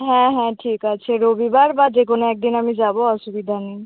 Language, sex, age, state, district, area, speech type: Bengali, female, 18-30, West Bengal, North 24 Parganas, urban, conversation